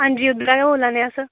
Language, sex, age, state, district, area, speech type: Dogri, female, 18-30, Jammu and Kashmir, Kathua, rural, conversation